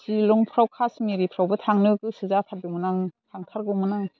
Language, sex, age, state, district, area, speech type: Bodo, female, 60+, Assam, Chirang, rural, spontaneous